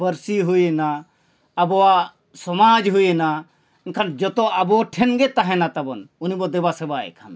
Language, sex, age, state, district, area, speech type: Santali, male, 45-60, Jharkhand, Bokaro, rural, spontaneous